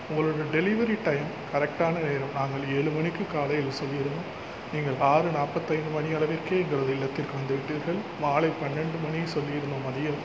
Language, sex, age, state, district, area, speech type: Tamil, male, 45-60, Tamil Nadu, Pudukkottai, rural, spontaneous